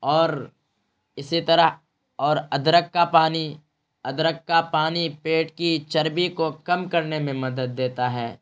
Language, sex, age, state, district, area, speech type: Urdu, male, 30-45, Bihar, Araria, rural, spontaneous